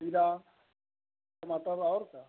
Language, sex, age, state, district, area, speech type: Hindi, male, 30-45, Uttar Pradesh, Chandauli, rural, conversation